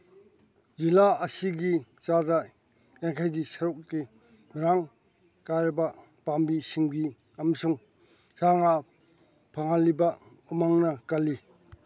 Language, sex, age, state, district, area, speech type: Manipuri, male, 60+, Manipur, Chandel, rural, read